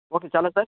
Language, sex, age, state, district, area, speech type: Telugu, male, 60+, Andhra Pradesh, Chittoor, rural, conversation